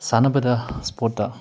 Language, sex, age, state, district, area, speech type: Manipuri, male, 30-45, Manipur, Chandel, rural, spontaneous